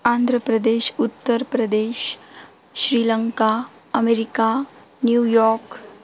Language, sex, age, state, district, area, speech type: Marathi, female, 18-30, Maharashtra, Beed, urban, spontaneous